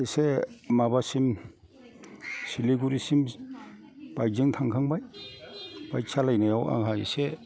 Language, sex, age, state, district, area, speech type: Bodo, male, 45-60, Assam, Kokrajhar, rural, spontaneous